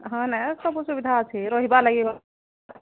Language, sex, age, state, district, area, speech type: Odia, female, 45-60, Odisha, Sambalpur, rural, conversation